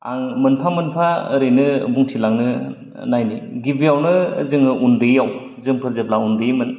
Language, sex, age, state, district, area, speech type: Bodo, male, 45-60, Assam, Kokrajhar, rural, spontaneous